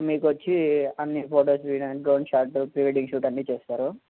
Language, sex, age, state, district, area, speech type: Telugu, male, 18-30, Andhra Pradesh, Eluru, urban, conversation